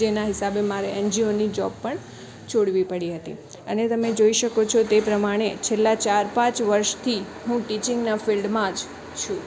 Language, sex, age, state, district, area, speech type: Gujarati, female, 18-30, Gujarat, Morbi, urban, spontaneous